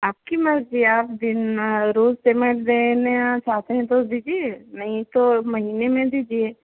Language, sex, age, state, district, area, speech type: Hindi, female, 30-45, Madhya Pradesh, Seoni, urban, conversation